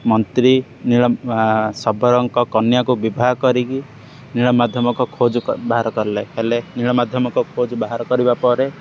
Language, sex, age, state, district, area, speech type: Odia, male, 18-30, Odisha, Ganjam, urban, spontaneous